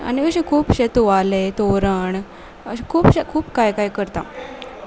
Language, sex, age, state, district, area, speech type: Goan Konkani, female, 18-30, Goa, Salcete, urban, spontaneous